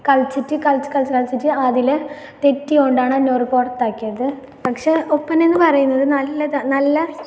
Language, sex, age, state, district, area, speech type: Malayalam, female, 18-30, Kerala, Kasaragod, rural, spontaneous